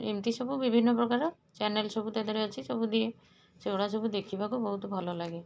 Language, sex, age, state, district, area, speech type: Odia, female, 45-60, Odisha, Puri, urban, spontaneous